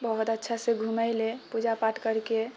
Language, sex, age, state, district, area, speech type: Maithili, female, 18-30, Bihar, Purnia, rural, spontaneous